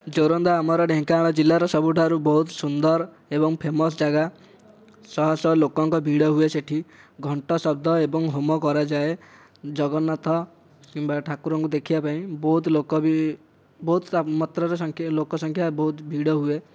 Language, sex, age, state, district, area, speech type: Odia, male, 18-30, Odisha, Dhenkanal, rural, spontaneous